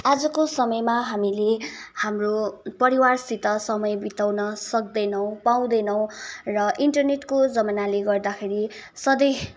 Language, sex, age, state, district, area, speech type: Nepali, female, 18-30, West Bengal, Kalimpong, rural, spontaneous